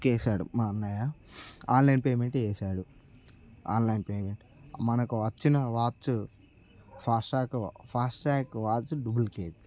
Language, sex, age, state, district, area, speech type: Telugu, male, 18-30, Telangana, Nirmal, rural, spontaneous